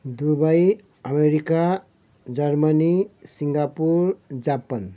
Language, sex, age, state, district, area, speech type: Nepali, male, 45-60, West Bengal, Kalimpong, rural, spontaneous